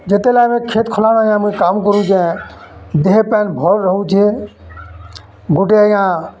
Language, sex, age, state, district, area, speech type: Odia, male, 45-60, Odisha, Bargarh, urban, spontaneous